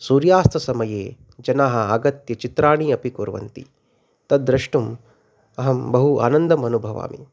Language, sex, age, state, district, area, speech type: Sanskrit, male, 30-45, Maharashtra, Nagpur, urban, spontaneous